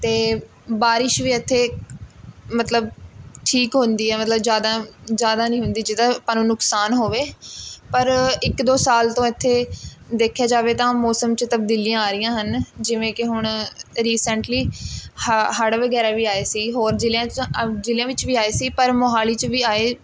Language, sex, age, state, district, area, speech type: Punjabi, female, 18-30, Punjab, Mohali, rural, spontaneous